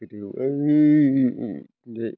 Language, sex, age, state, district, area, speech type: Bodo, male, 60+, Assam, Chirang, rural, spontaneous